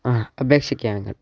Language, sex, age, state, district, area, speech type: Malayalam, male, 18-30, Kerala, Wayanad, rural, spontaneous